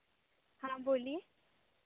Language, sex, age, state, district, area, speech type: Hindi, female, 18-30, Madhya Pradesh, Betul, urban, conversation